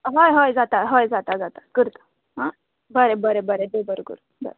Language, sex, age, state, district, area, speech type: Goan Konkani, female, 18-30, Goa, Canacona, rural, conversation